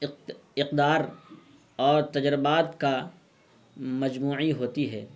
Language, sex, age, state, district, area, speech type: Urdu, male, 30-45, Bihar, Purnia, rural, spontaneous